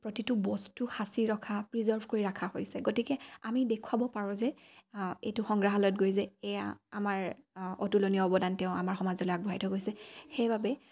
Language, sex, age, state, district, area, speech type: Assamese, female, 18-30, Assam, Dibrugarh, rural, spontaneous